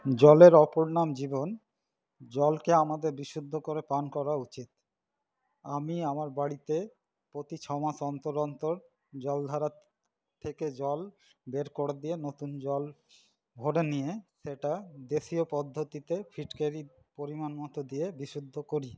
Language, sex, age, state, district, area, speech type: Bengali, male, 45-60, West Bengal, Paschim Bardhaman, rural, spontaneous